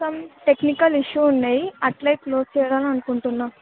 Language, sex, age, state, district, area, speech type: Telugu, female, 18-30, Telangana, Vikarabad, urban, conversation